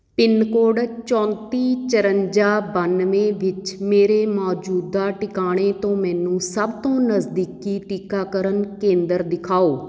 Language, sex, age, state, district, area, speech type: Punjabi, female, 30-45, Punjab, Patiala, rural, read